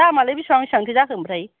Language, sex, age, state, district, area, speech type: Bodo, female, 45-60, Assam, Kokrajhar, urban, conversation